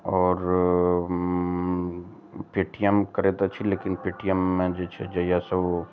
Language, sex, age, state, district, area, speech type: Maithili, male, 45-60, Bihar, Araria, rural, spontaneous